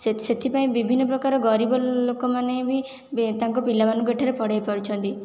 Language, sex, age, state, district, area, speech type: Odia, female, 18-30, Odisha, Khordha, rural, spontaneous